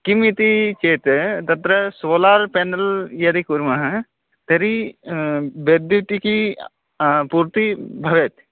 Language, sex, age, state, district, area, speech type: Sanskrit, male, 18-30, Odisha, Balangir, rural, conversation